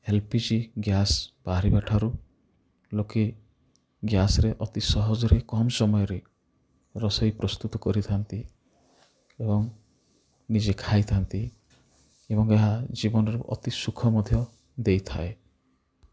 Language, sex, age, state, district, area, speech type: Odia, male, 30-45, Odisha, Rayagada, rural, spontaneous